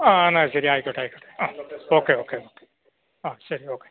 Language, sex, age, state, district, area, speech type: Malayalam, male, 45-60, Kerala, Idukki, rural, conversation